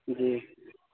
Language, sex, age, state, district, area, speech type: Urdu, male, 18-30, Delhi, South Delhi, urban, conversation